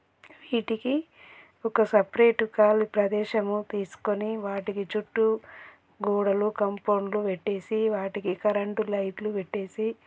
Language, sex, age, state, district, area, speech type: Telugu, female, 30-45, Telangana, Peddapalli, urban, spontaneous